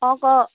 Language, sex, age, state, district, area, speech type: Assamese, female, 18-30, Assam, Jorhat, urban, conversation